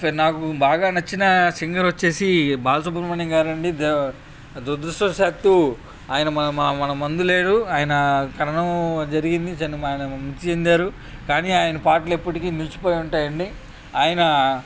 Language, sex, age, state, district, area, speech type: Telugu, male, 30-45, Andhra Pradesh, Bapatla, rural, spontaneous